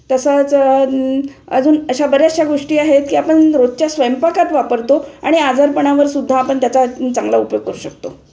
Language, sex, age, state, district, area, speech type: Marathi, female, 60+, Maharashtra, Wardha, urban, spontaneous